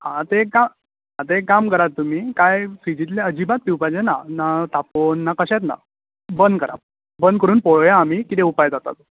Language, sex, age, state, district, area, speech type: Goan Konkani, male, 45-60, Goa, Bardez, rural, conversation